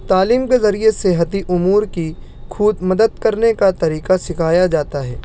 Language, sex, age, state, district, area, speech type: Urdu, male, 60+, Maharashtra, Nashik, rural, spontaneous